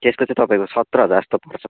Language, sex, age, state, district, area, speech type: Nepali, male, 30-45, West Bengal, Kalimpong, rural, conversation